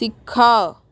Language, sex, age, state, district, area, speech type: Odia, female, 18-30, Odisha, Bhadrak, rural, read